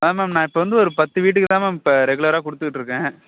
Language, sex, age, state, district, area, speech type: Tamil, male, 18-30, Tamil Nadu, Perambalur, rural, conversation